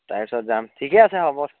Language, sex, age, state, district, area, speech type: Assamese, male, 18-30, Assam, Dhemaji, urban, conversation